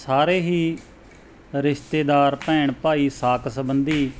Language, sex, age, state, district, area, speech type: Punjabi, male, 30-45, Punjab, Mansa, urban, spontaneous